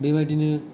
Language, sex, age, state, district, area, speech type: Bodo, male, 18-30, Assam, Kokrajhar, rural, spontaneous